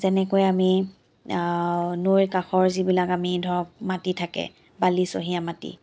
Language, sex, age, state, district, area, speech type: Assamese, female, 30-45, Assam, Charaideo, urban, spontaneous